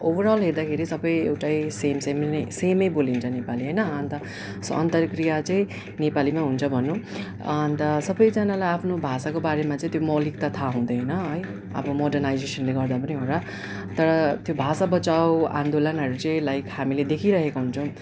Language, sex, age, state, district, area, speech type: Nepali, male, 18-30, West Bengal, Darjeeling, rural, spontaneous